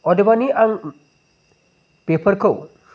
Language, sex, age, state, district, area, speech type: Bodo, male, 30-45, Assam, Chirang, urban, spontaneous